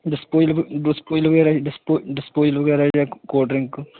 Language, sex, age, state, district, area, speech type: Punjabi, male, 45-60, Punjab, Barnala, rural, conversation